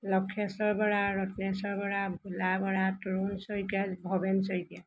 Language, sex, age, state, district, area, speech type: Assamese, female, 30-45, Assam, Golaghat, urban, spontaneous